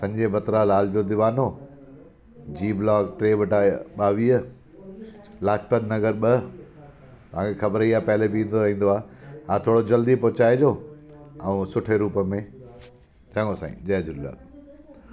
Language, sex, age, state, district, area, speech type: Sindhi, male, 45-60, Delhi, South Delhi, rural, spontaneous